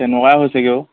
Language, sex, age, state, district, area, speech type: Assamese, male, 18-30, Assam, Dhemaji, rural, conversation